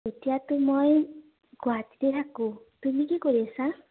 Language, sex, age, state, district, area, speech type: Assamese, female, 18-30, Assam, Udalguri, rural, conversation